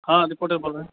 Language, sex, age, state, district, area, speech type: Maithili, male, 18-30, Bihar, Purnia, urban, conversation